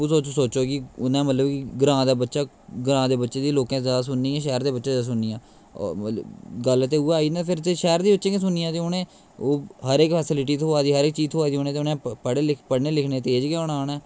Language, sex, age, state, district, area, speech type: Dogri, male, 18-30, Jammu and Kashmir, Kathua, rural, spontaneous